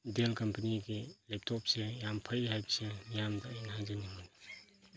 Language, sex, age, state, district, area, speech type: Manipuri, male, 30-45, Manipur, Chandel, rural, spontaneous